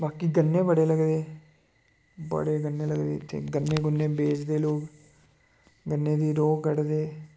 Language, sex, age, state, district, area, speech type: Dogri, male, 18-30, Jammu and Kashmir, Udhampur, rural, spontaneous